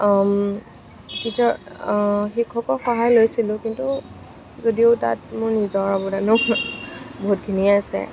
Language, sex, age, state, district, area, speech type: Assamese, female, 18-30, Assam, Kamrup Metropolitan, urban, spontaneous